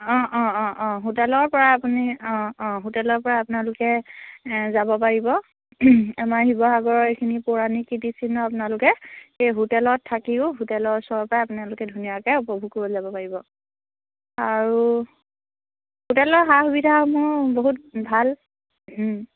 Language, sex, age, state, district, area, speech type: Assamese, female, 18-30, Assam, Sivasagar, rural, conversation